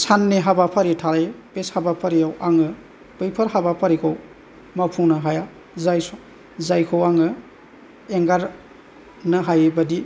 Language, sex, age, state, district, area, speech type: Bodo, male, 60+, Assam, Chirang, rural, spontaneous